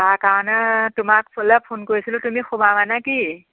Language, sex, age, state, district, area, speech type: Assamese, female, 45-60, Assam, Majuli, urban, conversation